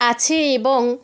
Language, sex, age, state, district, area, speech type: Bengali, female, 18-30, West Bengal, South 24 Parganas, rural, spontaneous